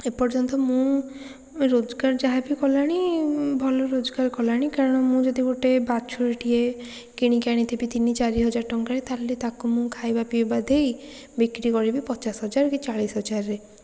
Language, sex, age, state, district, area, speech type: Odia, female, 45-60, Odisha, Puri, urban, spontaneous